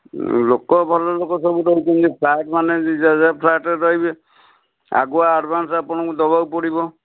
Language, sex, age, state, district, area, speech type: Odia, male, 45-60, Odisha, Cuttack, urban, conversation